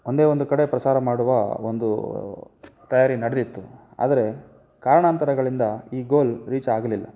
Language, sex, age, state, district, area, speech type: Kannada, male, 30-45, Karnataka, Chikkaballapur, urban, spontaneous